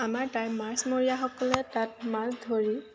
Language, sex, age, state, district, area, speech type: Assamese, female, 18-30, Assam, Tinsukia, urban, spontaneous